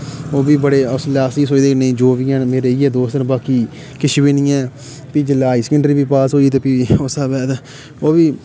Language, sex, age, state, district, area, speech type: Dogri, male, 18-30, Jammu and Kashmir, Udhampur, rural, spontaneous